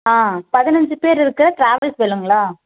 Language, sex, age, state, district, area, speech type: Tamil, female, 30-45, Tamil Nadu, Dharmapuri, rural, conversation